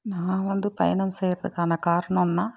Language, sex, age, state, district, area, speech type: Tamil, female, 60+, Tamil Nadu, Dharmapuri, urban, spontaneous